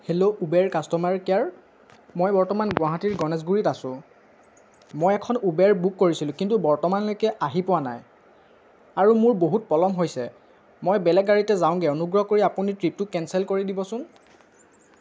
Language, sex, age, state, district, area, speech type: Assamese, male, 18-30, Assam, Lakhimpur, rural, spontaneous